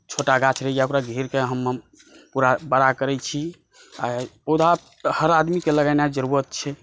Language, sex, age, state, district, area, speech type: Maithili, male, 30-45, Bihar, Saharsa, rural, spontaneous